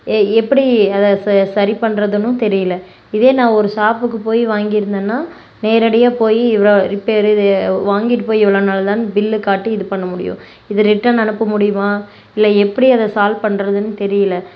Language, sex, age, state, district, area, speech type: Tamil, female, 18-30, Tamil Nadu, Namakkal, rural, spontaneous